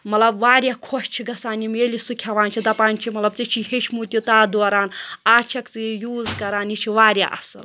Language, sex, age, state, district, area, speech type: Kashmiri, female, 30-45, Jammu and Kashmir, Pulwama, urban, spontaneous